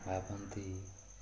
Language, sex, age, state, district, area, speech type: Odia, male, 18-30, Odisha, Ganjam, urban, spontaneous